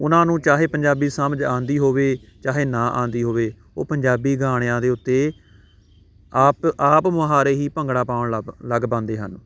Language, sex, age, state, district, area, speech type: Punjabi, male, 30-45, Punjab, Shaheed Bhagat Singh Nagar, urban, spontaneous